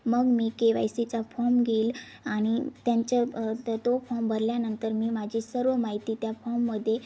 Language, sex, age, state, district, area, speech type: Marathi, female, 18-30, Maharashtra, Ahmednagar, rural, spontaneous